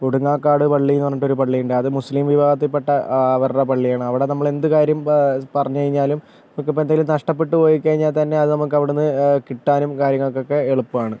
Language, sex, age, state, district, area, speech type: Malayalam, male, 18-30, Kerala, Kozhikode, rural, spontaneous